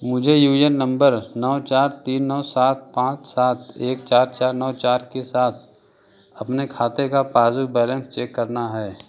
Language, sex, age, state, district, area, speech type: Hindi, male, 30-45, Uttar Pradesh, Chandauli, urban, read